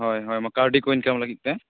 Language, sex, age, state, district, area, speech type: Santali, male, 18-30, West Bengal, Jhargram, rural, conversation